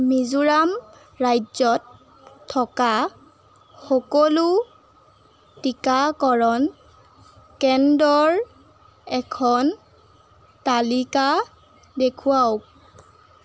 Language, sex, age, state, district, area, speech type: Assamese, female, 18-30, Assam, Jorhat, urban, read